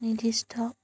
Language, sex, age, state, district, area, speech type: Assamese, female, 30-45, Assam, Majuli, urban, spontaneous